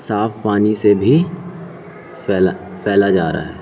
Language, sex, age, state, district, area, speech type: Urdu, male, 18-30, Bihar, Gaya, urban, spontaneous